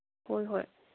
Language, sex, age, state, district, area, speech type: Manipuri, female, 18-30, Manipur, Senapati, rural, conversation